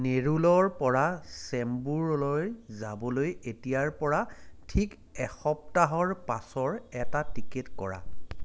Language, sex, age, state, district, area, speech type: Assamese, male, 30-45, Assam, Jorhat, urban, read